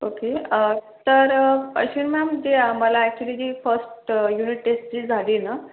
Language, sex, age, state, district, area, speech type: Marathi, female, 45-60, Maharashtra, Yavatmal, urban, conversation